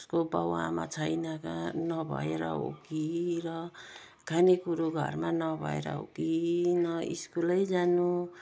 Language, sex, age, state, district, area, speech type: Nepali, female, 60+, West Bengal, Jalpaiguri, urban, spontaneous